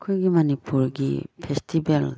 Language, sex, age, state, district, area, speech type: Manipuri, female, 60+, Manipur, Imphal East, rural, spontaneous